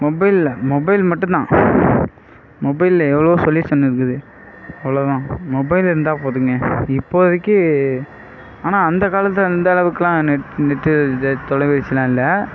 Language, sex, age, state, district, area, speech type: Tamil, male, 30-45, Tamil Nadu, Sivaganga, rural, spontaneous